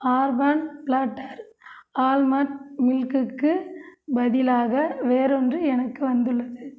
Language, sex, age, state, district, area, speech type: Tamil, female, 45-60, Tamil Nadu, Krishnagiri, rural, read